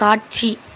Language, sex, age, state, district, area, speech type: Tamil, female, 18-30, Tamil Nadu, Tirunelveli, rural, read